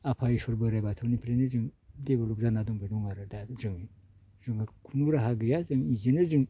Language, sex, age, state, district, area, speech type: Bodo, male, 60+, Assam, Baksa, rural, spontaneous